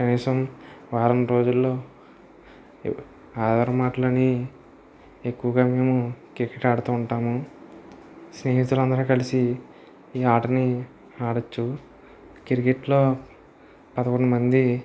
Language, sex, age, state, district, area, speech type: Telugu, male, 18-30, Andhra Pradesh, Kakinada, rural, spontaneous